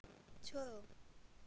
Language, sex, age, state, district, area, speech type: Hindi, female, 18-30, Bihar, Madhepura, rural, read